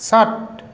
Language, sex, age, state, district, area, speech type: Sanskrit, male, 30-45, West Bengal, Murshidabad, rural, read